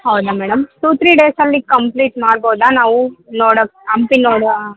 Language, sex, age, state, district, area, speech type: Kannada, female, 18-30, Karnataka, Vijayanagara, rural, conversation